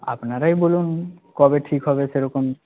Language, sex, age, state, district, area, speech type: Bengali, male, 18-30, West Bengal, Nadia, rural, conversation